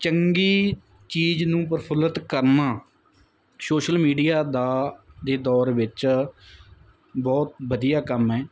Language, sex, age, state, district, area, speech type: Punjabi, male, 18-30, Punjab, Mansa, rural, spontaneous